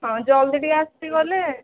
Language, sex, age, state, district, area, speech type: Odia, female, 18-30, Odisha, Jajpur, rural, conversation